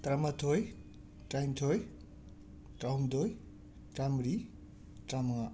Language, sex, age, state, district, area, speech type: Manipuri, male, 30-45, Manipur, Imphal West, urban, spontaneous